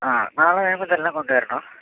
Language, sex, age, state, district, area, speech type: Malayalam, male, 18-30, Kerala, Wayanad, rural, conversation